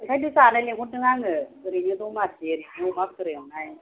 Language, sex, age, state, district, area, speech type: Bodo, female, 60+, Assam, Chirang, rural, conversation